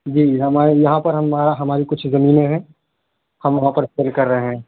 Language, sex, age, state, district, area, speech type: Urdu, male, 18-30, Uttar Pradesh, Lucknow, urban, conversation